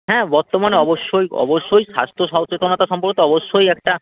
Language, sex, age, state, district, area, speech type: Bengali, male, 18-30, West Bengal, Jalpaiguri, rural, conversation